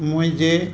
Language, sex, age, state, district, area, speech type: Sindhi, male, 60+, Gujarat, Kutch, rural, read